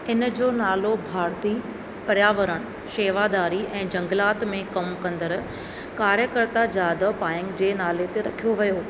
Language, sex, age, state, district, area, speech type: Sindhi, female, 30-45, Maharashtra, Thane, urban, read